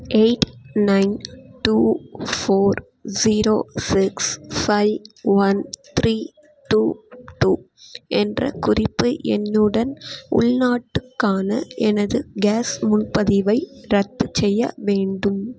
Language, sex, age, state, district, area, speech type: Tamil, female, 18-30, Tamil Nadu, Chengalpattu, urban, read